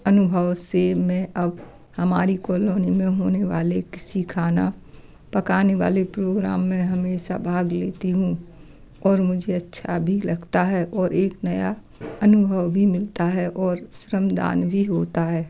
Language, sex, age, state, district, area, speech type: Hindi, female, 60+, Madhya Pradesh, Gwalior, rural, spontaneous